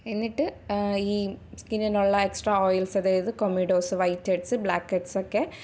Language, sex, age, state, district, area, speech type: Malayalam, female, 18-30, Kerala, Thiruvananthapuram, rural, spontaneous